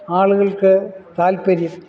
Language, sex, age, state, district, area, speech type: Malayalam, male, 60+, Kerala, Kollam, rural, spontaneous